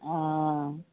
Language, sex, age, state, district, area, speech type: Assamese, female, 60+, Assam, Charaideo, urban, conversation